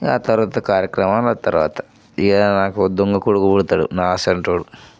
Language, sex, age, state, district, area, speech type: Telugu, male, 18-30, Telangana, Nirmal, rural, spontaneous